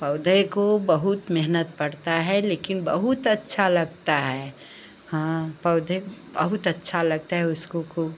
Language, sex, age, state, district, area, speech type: Hindi, female, 60+, Uttar Pradesh, Pratapgarh, urban, spontaneous